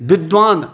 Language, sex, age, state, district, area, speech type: Maithili, male, 30-45, Bihar, Madhubani, urban, spontaneous